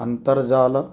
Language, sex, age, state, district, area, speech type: Sanskrit, male, 18-30, Odisha, Jagatsinghpur, urban, spontaneous